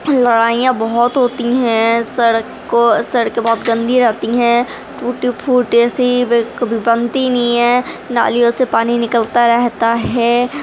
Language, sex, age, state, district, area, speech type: Urdu, female, 30-45, Delhi, Central Delhi, rural, spontaneous